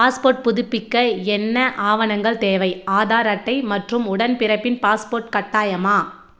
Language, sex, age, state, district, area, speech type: Tamil, female, 30-45, Tamil Nadu, Tirupattur, rural, read